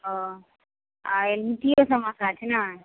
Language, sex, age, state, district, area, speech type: Maithili, female, 18-30, Bihar, Madhepura, rural, conversation